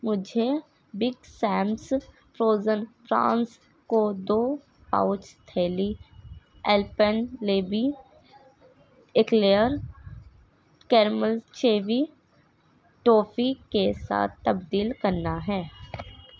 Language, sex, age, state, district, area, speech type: Urdu, female, 18-30, Uttar Pradesh, Ghaziabad, rural, read